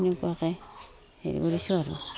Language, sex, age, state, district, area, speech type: Assamese, female, 45-60, Assam, Udalguri, rural, spontaneous